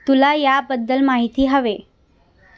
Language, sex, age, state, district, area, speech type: Marathi, female, 18-30, Maharashtra, Thane, urban, read